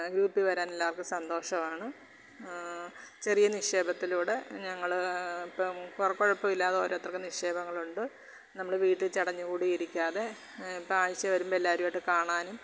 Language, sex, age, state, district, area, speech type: Malayalam, female, 45-60, Kerala, Alappuzha, rural, spontaneous